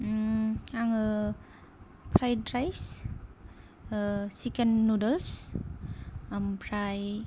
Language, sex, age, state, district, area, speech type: Bodo, female, 18-30, Assam, Kokrajhar, rural, spontaneous